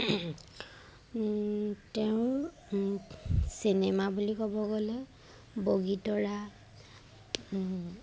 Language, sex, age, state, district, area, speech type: Assamese, female, 18-30, Assam, Jorhat, urban, spontaneous